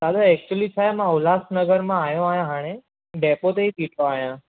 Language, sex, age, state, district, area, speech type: Sindhi, male, 18-30, Gujarat, Surat, urban, conversation